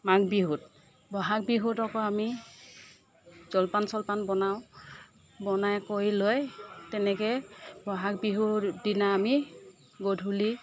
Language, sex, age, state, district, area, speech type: Assamese, female, 60+, Assam, Morigaon, rural, spontaneous